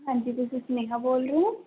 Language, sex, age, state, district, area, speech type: Punjabi, female, 18-30, Punjab, Mansa, urban, conversation